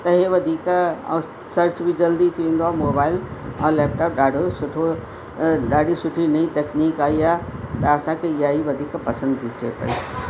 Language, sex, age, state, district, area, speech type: Sindhi, female, 60+, Uttar Pradesh, Lucknow, urban, spontaneous